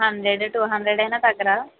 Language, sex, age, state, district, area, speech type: Telugu, female, 30-45, Andhra Pradesh, East Godavari, rural, conversation